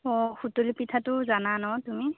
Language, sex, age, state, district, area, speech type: Assamese, female, 30-45, Assam, Nagaon, rural, conversation